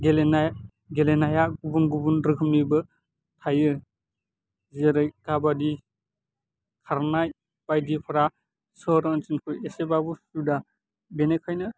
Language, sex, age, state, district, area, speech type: Bodo, male, 18-30, Assam, Baksa, rural, spontaneous